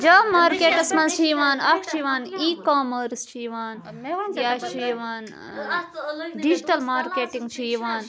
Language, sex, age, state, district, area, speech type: Kashmiri, female, 18-30, Jammu and Kashmir, Budgam, rural, spontaneous